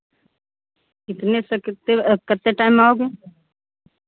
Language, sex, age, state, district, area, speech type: Hindi, female, 60+, Uttar Pradesh, Lucknow, rural, conversation